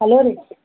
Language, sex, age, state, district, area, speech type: Kannada, female, 60+, Karnataka, Belgaum, rural, conversation